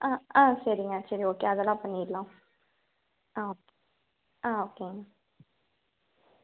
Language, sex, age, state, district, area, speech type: Tamil, female, 18-30, Tamil Nadu, Tiruppur, urban, conversation